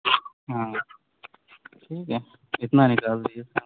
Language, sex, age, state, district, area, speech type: Urdu, male, 18-30, Uttar Pradesh, Shahjahanpur, urban, conversation